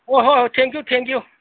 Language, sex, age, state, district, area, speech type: Manipuri, male, 60+, Manipur, Imphal East, rural, conversation